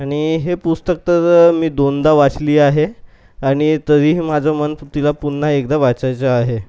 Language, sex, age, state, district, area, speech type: Marathi, male, 30-45, Maharashtra, Nagpur, urban, spontaneous